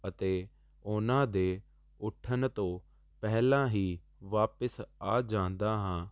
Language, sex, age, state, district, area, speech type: Punjabi, male, 18-30, Punjab, Jalandhar, urban, spontaneous